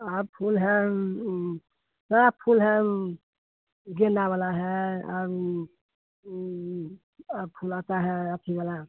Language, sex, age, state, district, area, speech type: Hindi, female, 60+, Bihar, Begusarai, urban, conversation